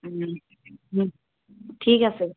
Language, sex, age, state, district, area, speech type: Assamese, female, 30-45, Assam, Dibrugarh, rural, conversation